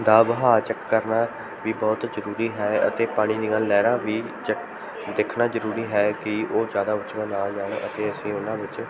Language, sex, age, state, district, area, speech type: Punjabi, male, 18-30, Punjab, Bathinda, rural, spontaneous